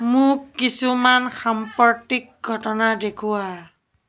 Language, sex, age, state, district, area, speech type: Assamese, female, 45-60, Assam, Nagaon, rural, read